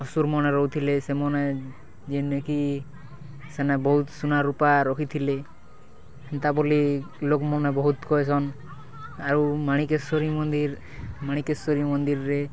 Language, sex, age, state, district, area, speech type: Odia, male, 18-30, Odisha, Kalahandi, rural, spontaneous